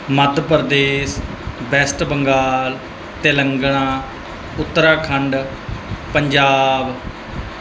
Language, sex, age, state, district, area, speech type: Punjabi, male, 18-30, Punjab, Mansa, urban, spontaneous